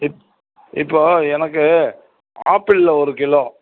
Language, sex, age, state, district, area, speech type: Tamil, male, 60+, Tamil Nadu, Perambalur, rural, conversation